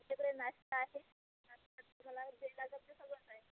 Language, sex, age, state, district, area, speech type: Marathi, female, 30-45, Maharashtra, Amravati, urban, conversation